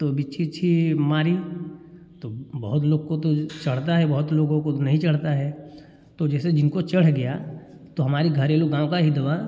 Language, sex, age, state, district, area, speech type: Hindi, male, 30-45, Uttar Pradesh, Jaunpur, rural, spontaneous